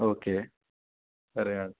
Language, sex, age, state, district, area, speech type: Telugu, male, 18-30, Telangana, Kamareddy, urban, conversation